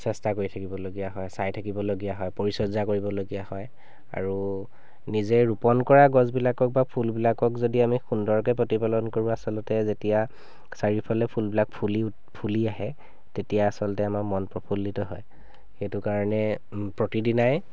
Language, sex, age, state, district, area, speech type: Assamese, male, 30-45, Assam, Sivasagar, urban, spontaneous